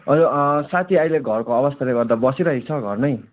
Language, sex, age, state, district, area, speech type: Nepali, male, 18-30, West Bengal, Darjeeling, rural, conversation